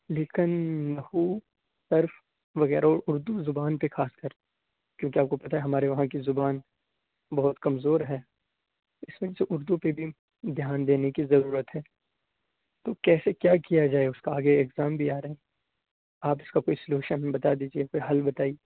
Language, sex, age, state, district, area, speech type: Urdu, male, 18-30, Bihar, Purnia, rural, conversation